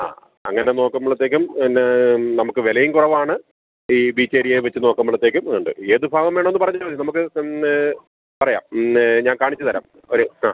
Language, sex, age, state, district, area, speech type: Malayalam, male, 45-60, Kerala, Alappuzha, rural, conversation